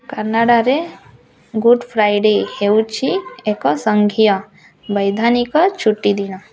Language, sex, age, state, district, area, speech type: Odia, female, 18-30, Odisha, Bargarh, rural, read